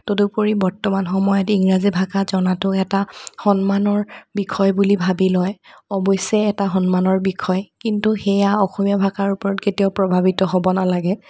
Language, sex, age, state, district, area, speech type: Assamese, female, 18-30, Assam, Sonitpur, rural, spontaneous